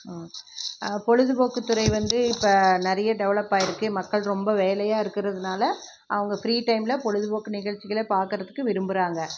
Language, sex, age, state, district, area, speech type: Tamil, female, 60+, Tamil Nadu, Krishnagiri, rural, spontaneous